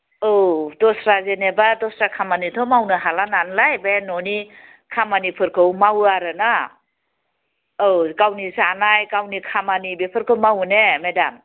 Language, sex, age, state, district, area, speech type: Bodo, female, 60+, Assam, Udalguri, urban, conversation